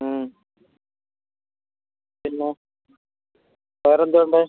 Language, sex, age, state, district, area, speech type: Malayalam, male, 45-60, Kerala, Kasaragod, rural, conversation